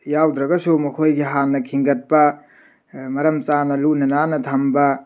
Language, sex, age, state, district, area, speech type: Manipuri, male, 18-30, Manipur, Tengnoupal, rural, spontaneous